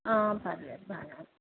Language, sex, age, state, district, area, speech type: Telugu, female, 60+, Andhra Pradesh, Kakinada, rural, conversation